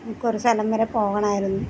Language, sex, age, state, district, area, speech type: Malayalam, female, 45-60, Kerala, Alappuzha, rural, spontaneous